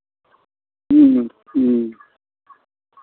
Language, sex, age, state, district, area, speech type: Maithili, male, 60+, Bihar, Madhepura, rural, conversation